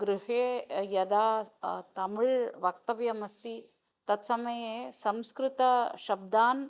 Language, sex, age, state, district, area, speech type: Sanskrit, female, 45-60, Tamil Nadu, Thanjavur, urban, spontaneous